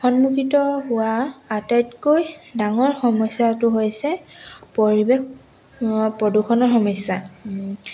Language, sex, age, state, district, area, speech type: Assamese, female, 18-30, Assam, Dhemaji, urban, spontaneous